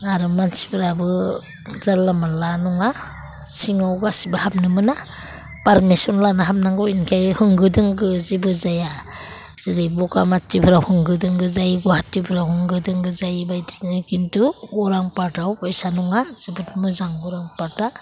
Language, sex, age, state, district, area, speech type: Bodo, female, 45-60, Assam, Udalguri, urban, spontaneous